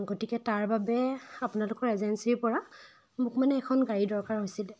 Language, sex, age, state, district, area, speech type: Assamese, female, 18-30, Assam, Dibrugarh, rural, spontaneous